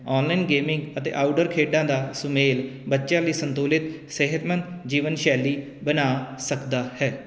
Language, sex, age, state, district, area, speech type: Punjabi, male, 30-45, Punjab, Jalandhar, urban, spontaneous